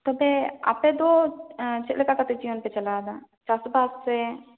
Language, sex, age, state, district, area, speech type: Santali, female, 18-30, West Bengal, Jhargram, rural, conversation